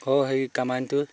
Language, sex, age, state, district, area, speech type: Assamese, male, 45-60, Assam, Sivasagar, rural, spontaneous